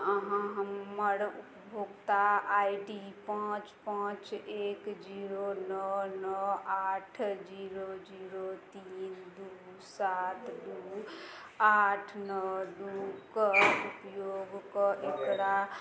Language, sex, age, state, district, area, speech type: Maithili, female, 30-45, Bihar, Madhubani, rural, read